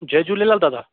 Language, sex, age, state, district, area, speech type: Sindhi, male, 18-30, Rajasthan, Ajmer, urban, conversation